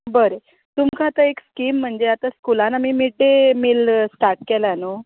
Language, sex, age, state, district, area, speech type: Goan Konkani, female, 30-45, Goa, Bardez, rural, conversation